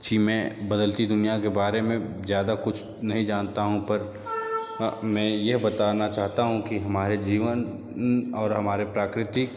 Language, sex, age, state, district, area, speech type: Hindi, male, 60+, Uttar Pradesh, Sonbhadra, rural, spontaneous